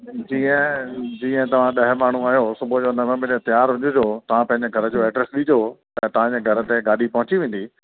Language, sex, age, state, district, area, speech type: Sindhi, male, 60+, Delhi, South Delhi, urban, conversation